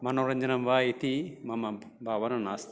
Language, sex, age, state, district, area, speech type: Sanskrit, male, 45-60, Telangana, Karimnagar, urban, spontaneous